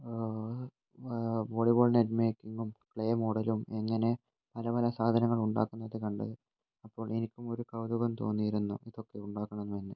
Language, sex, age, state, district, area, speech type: Malayalam, male, 18-30, Kerala, Kannur, rural, spontaneous